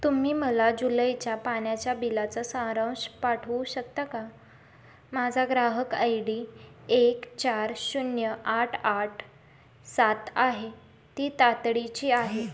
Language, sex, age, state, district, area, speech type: Marathi, female, 18-30, Maharashtra, Kolhapur, urban, read